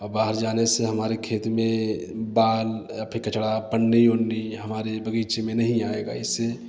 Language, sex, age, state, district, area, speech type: Hindi, male, 30-45, Uttar Pradesh, Prayagraj, rural, spontaneous